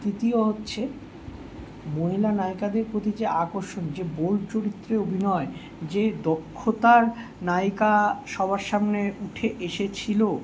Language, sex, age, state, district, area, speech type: Bengali, male, 18-30, West Bengal, Kolkata, urban, spontaneous